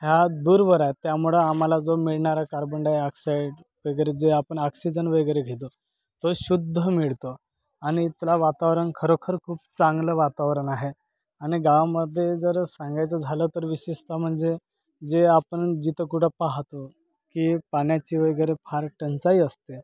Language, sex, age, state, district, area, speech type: Marathi, male, 30-45, Maharashtra, Gadchiroli, rural, spontaneous